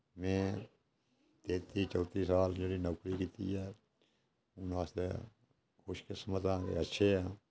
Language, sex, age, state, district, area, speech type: Dogri, male, 60+, Jammu and Kashmir, Udhampur, rural, spontaneous